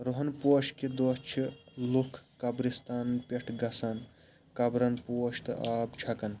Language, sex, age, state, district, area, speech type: Kashmiri, male, 18-30, Jammu and Kashmir, Shopian, rural, spontaneous